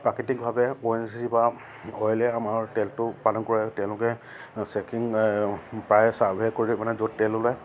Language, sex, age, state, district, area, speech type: Assamese, male, 30-45, Assam, Charaideo, rural, spontaneous